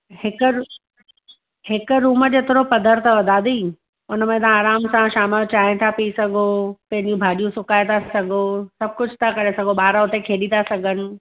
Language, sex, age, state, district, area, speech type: Sindhi, female, 30-45, Gujarat, Surat, urban, conversation